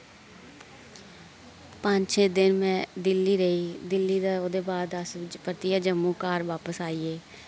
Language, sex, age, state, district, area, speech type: Dogri, female, 18-30, Jammu and Kashmir, Kathua, rural, spontaneous